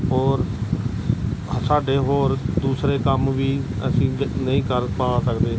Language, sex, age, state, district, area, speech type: Punjabi, male, 45-60, Punjab, Gurdaspur, urban, spontaneous